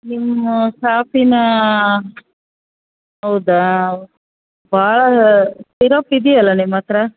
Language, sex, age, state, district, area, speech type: Kannada, female, 30-45, Karnataka, Bellary, rural, conversation